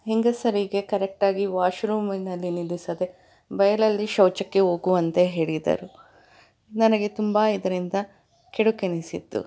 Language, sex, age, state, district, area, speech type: Kannada, female, 45-60, Karnataka, Kolar, urban, spontaneous